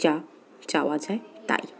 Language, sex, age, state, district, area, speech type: Bengali, female, 18-30, West Bengal, Paschim Bardhaman, urban, spontaneous